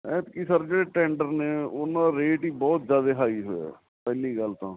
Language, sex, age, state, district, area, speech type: Punjabi, male, 30-45, Punjab, Barnala, rural, conversation